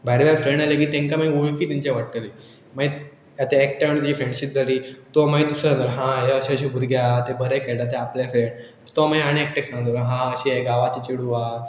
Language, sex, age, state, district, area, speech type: Goan Konkani, male, 18-30, Goa, Pernem, rural, spontaneous